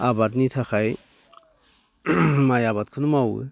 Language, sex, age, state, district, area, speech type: Bodo, male, 60+, Assam, Baksa, rural, spontaneous